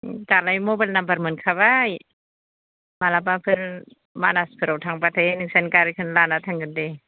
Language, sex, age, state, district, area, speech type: Bodo, female, 45-60, Assam, Baksa, rural, conversation